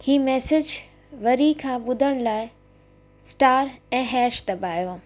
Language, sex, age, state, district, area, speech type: Sindhi, female, 30-45, Gujarat, Kutch, urban, spontaneous